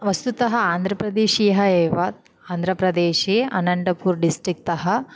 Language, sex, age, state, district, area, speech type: Sanskrit, female, 18-30, Andhra Pradesh, Anantapur, rural, spontaneous